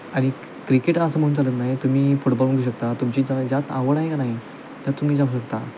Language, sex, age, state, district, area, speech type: Marathi, male, 18-30, Maharashtra, Sangli, urban, spontaneous